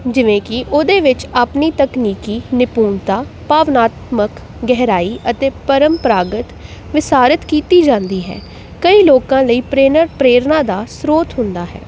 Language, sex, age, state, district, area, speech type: Punjabi, female, 18-30, Punjab, Jalandhar, urban, spontaneous